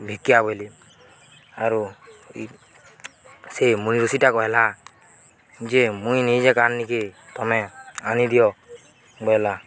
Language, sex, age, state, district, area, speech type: Odia, male, 18-30, Odisha, Balangir, urban, spontaneous